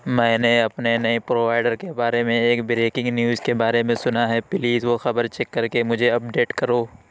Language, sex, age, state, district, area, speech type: Urdu, male, 30-45, Uttar Pradesh, Lucknow, urban, read